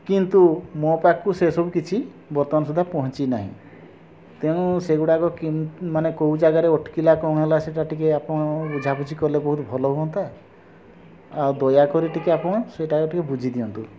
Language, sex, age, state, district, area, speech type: Odia, male, 60+, Odisha, Mayurbhanj, rural, spontaneous